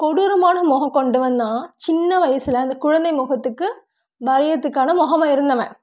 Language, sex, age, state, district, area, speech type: Tamil, female, 18-30, Tamil Nadu, Karur, rural, spontaneous